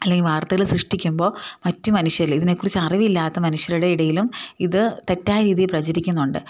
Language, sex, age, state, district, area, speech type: Malayalam, female, 30-45, Kerala, Idukki, rural, spontaneous